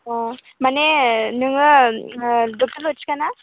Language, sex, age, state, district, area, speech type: Bodo, female, 18-30, Assam, Baksa, rural, conversation